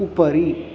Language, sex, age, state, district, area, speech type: Sanskrit, male, 18-30, Maharashtra, Chandrapur, urban, read